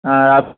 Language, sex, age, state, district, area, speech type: Bengali, male, 18-30, West Bengal, North 24 Parganas, urban, conversation